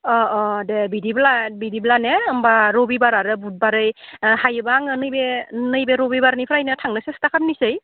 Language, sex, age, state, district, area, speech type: Bodo, female, 18-30, Assam, Udalguri, urban, conversation